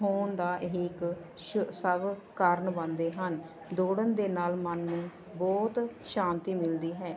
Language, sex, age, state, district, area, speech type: Punjabi, female, 45-60, Punjab, Barnala, rural, spontaneous